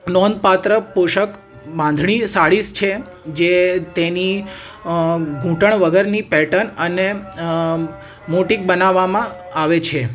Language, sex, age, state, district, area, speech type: Gujarati, male, 18-30, Gujarat, Ahmedabad, urban, spontaneous